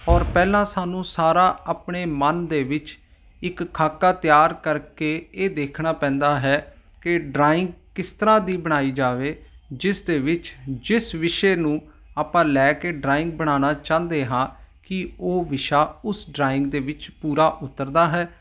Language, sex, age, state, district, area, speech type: Punjabi, male, 45-60, Punjab, Ludhiana, urban, spontaneous